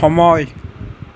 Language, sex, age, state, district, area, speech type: Assamese, male, 18-30, Assam, Nalbari, rural, read